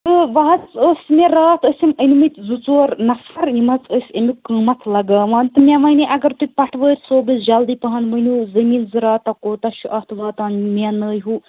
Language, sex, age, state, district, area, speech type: Kashmiri, female, 18-30, Jammu and Kashmir, Budgam, rural, conversation